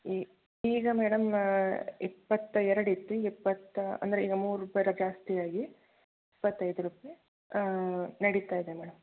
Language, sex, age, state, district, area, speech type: Kannada, female, 30-45, Karnataka, Shimoga, rural, conversation